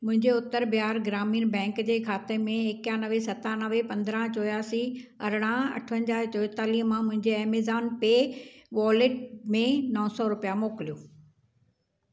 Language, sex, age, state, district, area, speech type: Sindhi, female, 60+, Maharashtra, Thane, urban, read